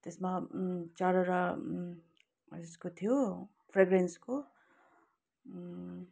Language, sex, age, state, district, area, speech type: Nepali, female, 30-45, West Bengal, Kalimpong, rural, spontaneous